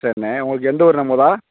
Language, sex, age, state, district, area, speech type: Tamil, male, 30-45, Tamil Nadu, Theni, rural, conversation